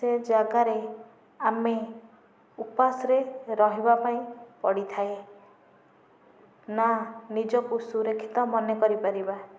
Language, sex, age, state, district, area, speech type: Odia, female, 18-30, Odisha, Nayagarh, rural, spontaneous